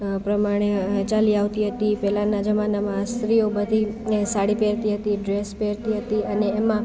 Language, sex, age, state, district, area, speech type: Gujarati, female, 18-30, Gujarat, Amreli, rural, spontaneous